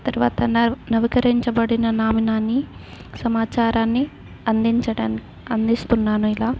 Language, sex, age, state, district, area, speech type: Telugu, female, 18-30, Telangana, Adilabad, rural, spontaneous